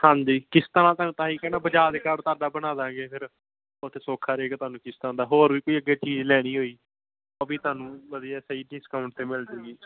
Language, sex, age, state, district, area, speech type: Punjabi, male, 18-30, Punjab, Patiala, rural, conversation